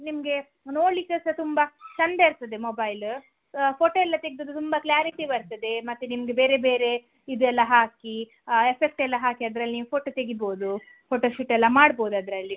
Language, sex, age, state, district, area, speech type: Kannada, female, 18-30, Karnataka, Udupi, rural, conversation